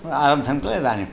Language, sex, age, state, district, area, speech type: Sanskrit, male, 60+, Tamil Nadu, Thanjavur, urban, spontaneous